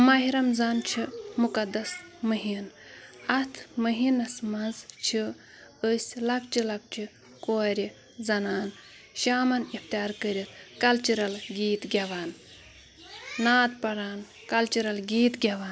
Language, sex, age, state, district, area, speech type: Kashmiri, female, 30-45, Jammu and Kashmir, Pulwama, rural, spontaneous